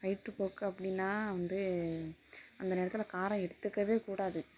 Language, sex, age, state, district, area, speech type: Tamil, female, 30-45, Tamil Nadu, Mayiladuthurai, rural, spontaneous